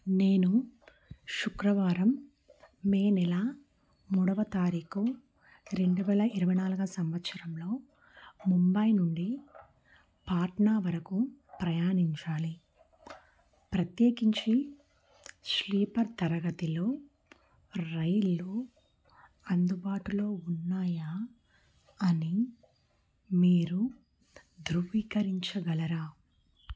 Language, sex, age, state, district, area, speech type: Telugu, female, 30-45, Telangana, Warangal, urban, read